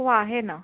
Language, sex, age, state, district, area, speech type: Marathi, female, 18-30, Maharashtra, Pune, urban, conversation